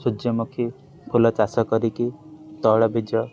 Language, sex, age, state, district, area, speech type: Odia, male, 18-30, Odisha, Ganjam, urban, spontaneous